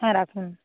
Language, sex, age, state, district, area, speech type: Bengali, female, 45-60, West Bengal, Nadia, rural, conversation